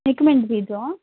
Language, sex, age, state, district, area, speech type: Sindhi, female, 18-30, Gujarat, Kutch, rural, conversation